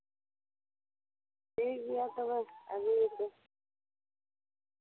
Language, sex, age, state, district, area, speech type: Santali, female, 30-45, West Bengal, Bankura, rural, conversation